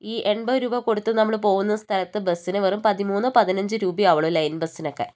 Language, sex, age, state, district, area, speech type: Malayalam, female, 60+, Kerala, Wayanad, rural, spontaneous